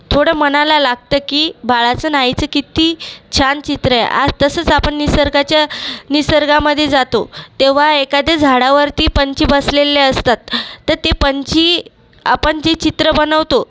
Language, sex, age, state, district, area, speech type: Marathi, female, 18-30, Maharashtra, Buldhana, rural, spontaneous